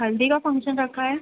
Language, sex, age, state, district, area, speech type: Hindi, female, 30-45, Madhya Pradesh, Harda, urban, conversation